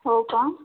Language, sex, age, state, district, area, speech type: Marathi, female, 18-30, Maharashtra, Amravati, urban, conversation